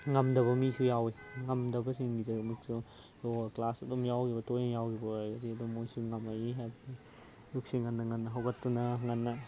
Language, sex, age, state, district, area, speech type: Manipuri, male, 30-45, Manipur, Chandel, rural, spontaneous